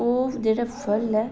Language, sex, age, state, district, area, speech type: Dogri, female, 18-30, Jammu and Kashmir, Udhampur, rural, spontaneous